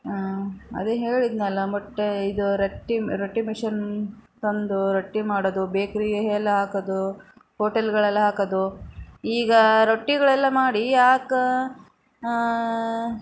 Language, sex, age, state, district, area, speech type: Kannada, female, 30-45, Karnataka, Davanagere, rural, spontaneous